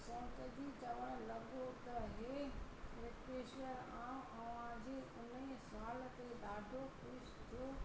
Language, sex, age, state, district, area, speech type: Sindhi, female, 60+, Gujarat, Surat, urban, spontaneous